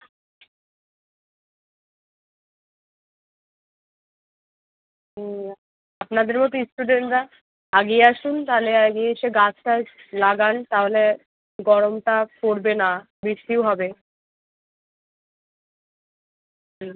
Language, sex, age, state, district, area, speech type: Bengali, female, 18-30, West Bengal, Birbhum, urban, conversation